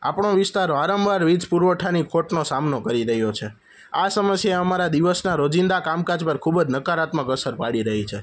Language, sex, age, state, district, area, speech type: Gujarati, male, 18-30, Gujarat, Rajkot, urban, spontaneous